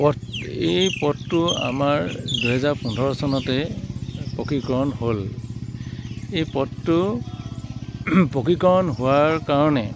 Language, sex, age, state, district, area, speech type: Assamese, male, 45-60, Assam, Dibrugarh, rural, spontaneous